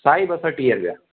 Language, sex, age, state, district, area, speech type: Sindhi, male, 45-60, Gujarat, Kutch, rural, conversation